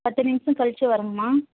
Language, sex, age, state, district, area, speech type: Tamil, female, 30-45, Tamil Nadu, Tirupattur, rural, conversation